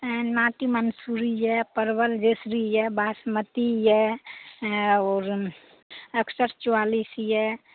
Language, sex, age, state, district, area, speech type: Maithili, female, 18-30, Bihar, Saharsa, urban, conversation